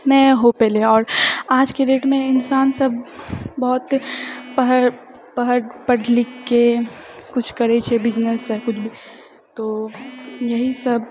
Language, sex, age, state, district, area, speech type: Maithili, female, 30-45, Bihar, Purnia, urban, spontaneous